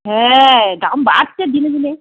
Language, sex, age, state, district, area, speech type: Bengali, female, 60+, West Bengal, Darjeeling, rural, conversation